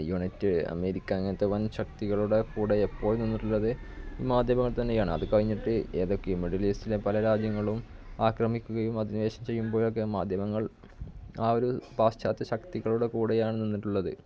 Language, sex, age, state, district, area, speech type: Malayalam, male, 18-30, Kerala, Malappuram, rural, spontaneous